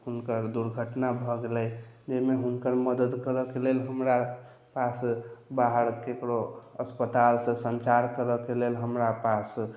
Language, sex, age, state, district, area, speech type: Maithili, male, 45-60, Bihar, Sitamarhi, rural, spontaneous